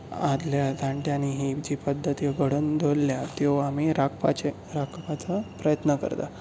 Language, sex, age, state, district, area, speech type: Goan Konkani, male, 18-30, Goa, Bardez, urban, spontaneous